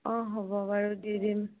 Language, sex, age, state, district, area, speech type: Assamese, female, 30-45, Assam, Morigaon, rural, conversation